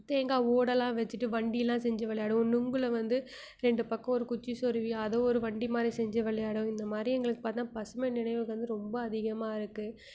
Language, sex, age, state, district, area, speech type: Tamil, female, 30-45, Tamil Nadu, Mayiladuthurai, rural, spontaneous